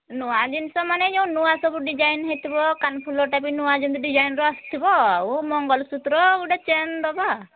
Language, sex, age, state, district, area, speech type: Odia, female, 18-30, Odisha, Mayurbhanj, rural, conversation